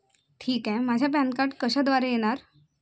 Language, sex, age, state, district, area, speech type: Marathi, female, 18-30, Maharashtra, Bhandara, rural, spontaneous